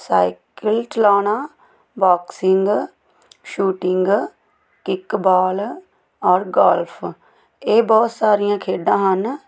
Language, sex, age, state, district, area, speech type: Punjabi, female, 30-45, Punjab, Tarn Taran, rural, spontaneous